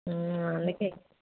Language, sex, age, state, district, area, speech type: Telugu, female, 18-30, Andhra Pradesh, Nellore, urban, conversation